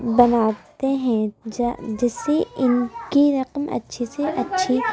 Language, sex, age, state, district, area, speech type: Urdu, female, 18-30, Uttar Pradesh, Gautam Buddha Nagar, urban, spontaneous